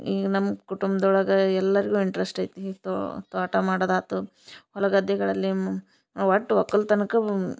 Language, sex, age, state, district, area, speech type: Kannada, female, 30-45, Karnataka, Koppal, rural, spontaneous